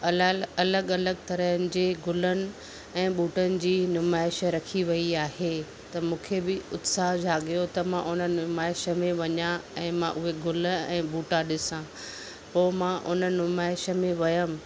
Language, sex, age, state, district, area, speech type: Sindhi, female, 45-60, Maharashtra, Thane, urban, spontaneous